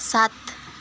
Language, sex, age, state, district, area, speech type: Nepali, female, 18-30, West Bengal, Alipurduar, urban, read